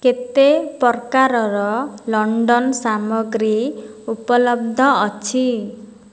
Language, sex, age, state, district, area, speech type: Odia, female, 30-45, Odisha, Boudh, rural, read